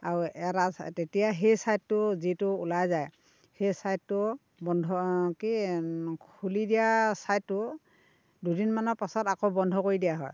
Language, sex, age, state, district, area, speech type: Assamese, female, 60+, Assam, Dhemaji, rural, spontaneous